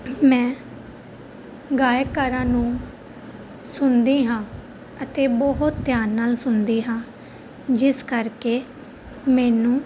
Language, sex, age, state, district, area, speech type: Punjabi, female, 18-30, Punjab, Fazilka, rural, spontaneous